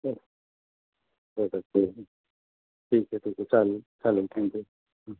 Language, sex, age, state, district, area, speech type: Marathi, male, 45-60, Maharashtra, Thane, rural, conversation